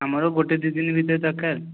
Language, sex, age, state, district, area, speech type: Odia, male, 18-30, Odisha, Jajpur, rural, conversation